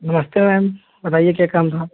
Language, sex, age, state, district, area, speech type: Hindi, male, 18-30, Uttar Pradesh, Jaunpur, urban, conversation